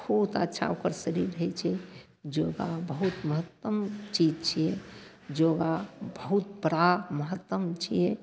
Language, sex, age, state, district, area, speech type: Maithili, female, 60+, Bihar, Madhepura, urban, spontaneous